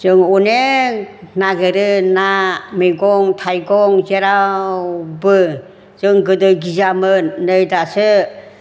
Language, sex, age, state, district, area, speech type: Bodo, female, 60+, Assam, Chirang, urban, spontaneous